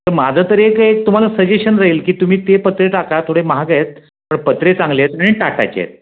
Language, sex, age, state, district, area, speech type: Marathi, male, 60+, Maharashtra, Raigad, rural, conversation